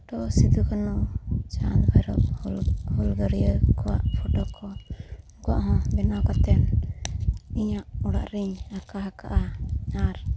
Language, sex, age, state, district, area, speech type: Santali, female, 30-45, Jharkhand, Seraikela Kharsawan, rural, spontaneous